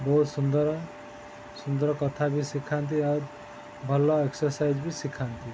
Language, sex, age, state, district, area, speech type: Odia, male, 30-45, Odisha, Sundergarh, urban, spontaneous